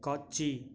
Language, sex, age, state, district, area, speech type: Tamil, male, 18-30, Tamil Nadu, Nagapattinam, rural, read